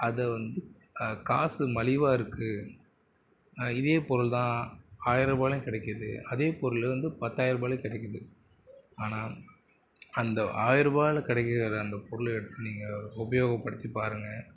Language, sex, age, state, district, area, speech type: Tamil, male, 60+, Tamil Nadu, Mayiladuthurai, rural, spontaneous